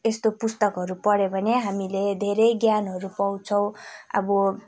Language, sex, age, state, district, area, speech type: Nepali, female, 18-30, West Bengal, Kalimpong, rural, spontaneous